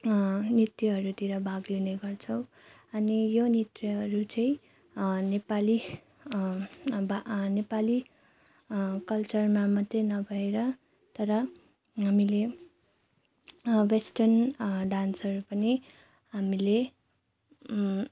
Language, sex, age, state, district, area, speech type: Nepali, female, 30-45, West Bengal, Darjeeling, rural, spontaneous